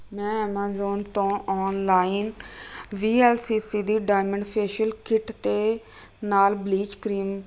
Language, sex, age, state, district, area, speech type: Punjabi, female, 30-45, Punjab, Rupnagar, rural, spontaneous